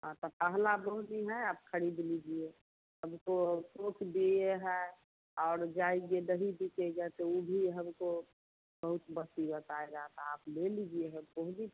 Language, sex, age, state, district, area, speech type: Hindi, female, 45-60, Bihar, Samastipur, rural, conversation